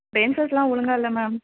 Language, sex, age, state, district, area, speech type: Tamil, female, 18-30, Tamil Nadu, Tiruchirappalli, rural, conversation